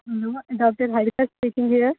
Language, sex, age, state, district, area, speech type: Telugu, female, 18-30, Telangana, Hyderabad, urban, conversation